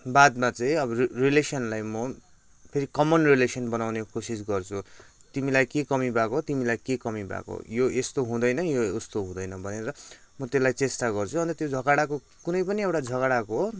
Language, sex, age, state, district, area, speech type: Nepali, male, 18-30, West Bengal, Kalimpong, rural, spontaneous